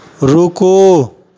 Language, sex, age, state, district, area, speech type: Maithili, male, 30-45, Bihar, Madhepura, rural, read